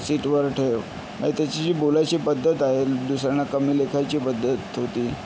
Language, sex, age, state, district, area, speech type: Marathi, male, 18-30, Maharashtra, Yavatmal, urban, spontaneous